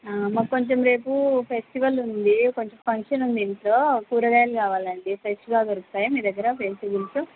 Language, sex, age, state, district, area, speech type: Telugu, female, 18-30, Andhra Pradesh, Sri Satya Sai, urban, conversation